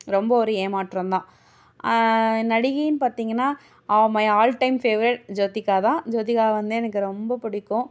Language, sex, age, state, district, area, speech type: Tamil, female, 30-45, Tamil Nadu, Mayiladuthurai, rural, spontaneous